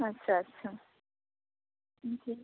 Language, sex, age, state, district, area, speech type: Bengali, female, 30-45, West Bengal, Bankura, urban, conversation